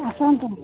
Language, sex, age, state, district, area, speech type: Odia, female, 45-60, Odisha, Sundergarh, rural, conversation